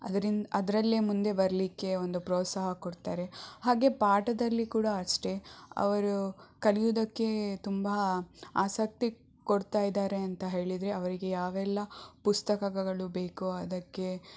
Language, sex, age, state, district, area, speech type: Kannada, female, 18-30, Karnataka, Shimoga, rural, spontaneous